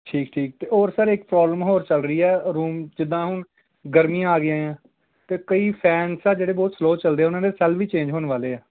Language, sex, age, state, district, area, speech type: Punjabi, male, 18-30, Punjab, Gurdaspur, rural, conversation